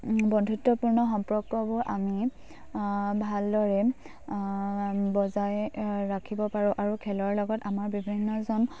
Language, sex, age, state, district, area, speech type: Assamese, female, 18-30, Assam, Dibrugarh, rural, spontaneous